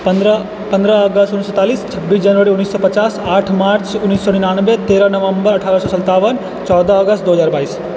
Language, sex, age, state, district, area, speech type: Maithili, male, 18-30, Bihar, Purnia, urban, spontaneous